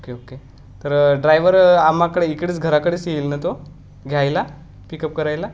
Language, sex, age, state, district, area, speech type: Marathi, male, 18-30, Maharashtra, Gadchiroli, rural, spontaneous